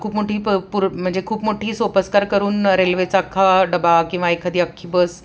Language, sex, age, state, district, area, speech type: Marathi, female, 45-60, Maharashtra, Pune, urban, spontaneous